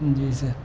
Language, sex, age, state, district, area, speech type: Urdu, male, 18-30, Uttar Pradesh, Muzaffarnagar, urban, spontaneous